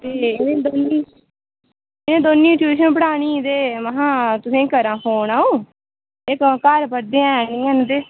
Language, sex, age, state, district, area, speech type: Dogri, female, 18-30, Jammu and Kashmir, Udhampur, rural, conversation